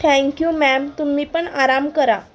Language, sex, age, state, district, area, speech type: Marathi, female, 30-45, Maharashtra, Sangli, urban, read